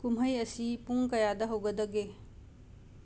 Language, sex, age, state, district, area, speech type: Manipuri, female, 30-45, Manipur, Imphal West, urban, read